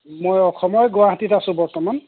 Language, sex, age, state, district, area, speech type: Assamese, male, 45-60, Assam, Golaghat, rural, conversation